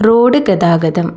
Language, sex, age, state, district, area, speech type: Malayalam, female, 18-30, Kerala, Kannur, rural, read